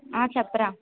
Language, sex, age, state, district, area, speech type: Telugu, female, 18-30, Andhra Pradesh, Eluru, rural, conversation